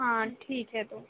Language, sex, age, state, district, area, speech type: Hindi, female, 18-30, Madhya Pradesh, Chhindwara, urban, conversation